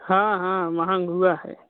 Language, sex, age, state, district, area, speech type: Hindi, male, 30-45, Uttar Pradesh, Jaunpur, rural, conversation